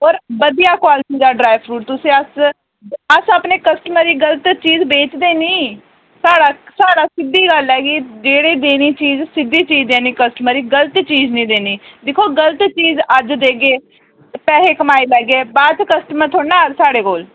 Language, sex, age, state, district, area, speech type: Dogri, female, 30-45, Jammu and Kashmir, Jammu, urban, conversation